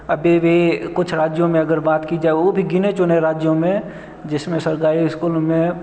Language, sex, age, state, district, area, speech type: Hindi, male, 30-45, Bihar, Begusarai, rural, spontaneous